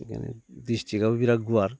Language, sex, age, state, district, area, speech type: Bodo, male, 60+, Assam, Baksa, rural, spontaneous